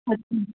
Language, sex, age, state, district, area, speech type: Hindi, female, 18-30, Bihar, Begusarai, urban, conversation